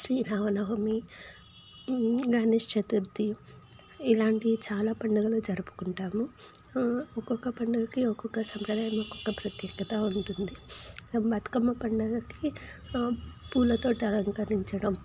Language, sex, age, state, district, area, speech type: Telugu, female, 18-30, Telangana, Hyderabad, urban, spontaneous